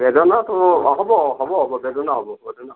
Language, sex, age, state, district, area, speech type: Assamese, male, 60+, Assam, Darrang, rural, conversation